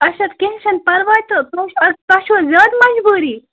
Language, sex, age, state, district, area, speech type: Kashmiri, female, 30-45, Jammu and Kashmir, Baramulla, rural, conversation